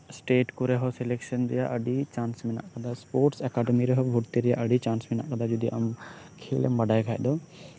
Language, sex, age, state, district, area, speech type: Santali, male, 18-30, West Bengal, Birbhum, rural, spontaneous